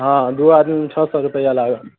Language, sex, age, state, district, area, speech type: Maithili, male, 18-30, Bihar, Darbhanga, urban, conversation